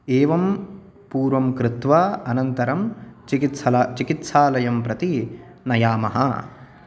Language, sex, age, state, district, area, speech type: Sanskrit, male, 18-30, Karnataka, Uttara Kannada, rural, spontaneous